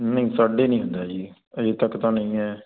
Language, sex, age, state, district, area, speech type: Punjabi, male, 18-30, Punjab, Fazilka, rural, conversation